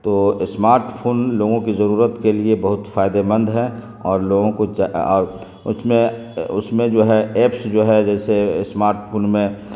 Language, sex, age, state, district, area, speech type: Urdu, male, 30-45, Bihar, Khagaria, rural, spontaneous